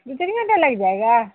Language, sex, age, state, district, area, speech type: Hindi, female, 60+, Bihar, Samastipur, urban, conversation